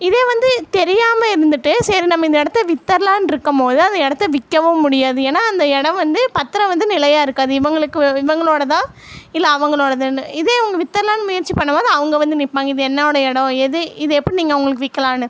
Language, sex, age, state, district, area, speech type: Tamil, female, 18-30, Tamil Nadu, Coimbatore, rural, spontaneous